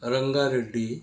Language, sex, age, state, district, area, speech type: Urdu, male, 60+, Telangana, Hyderabad, urban, spontaneous